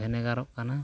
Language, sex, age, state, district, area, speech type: Santali, male, 45-60, Odisha, Mayurbhanj, rural, spontaneous